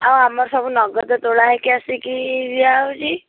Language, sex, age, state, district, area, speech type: Odia, female, 18-30, Odisha, Bhadrak, rural, conversation